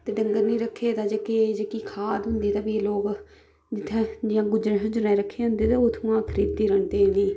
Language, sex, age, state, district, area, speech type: Dogri, female, 30-45, Jammu and Kashmir, Udhampur, rural, spontaneous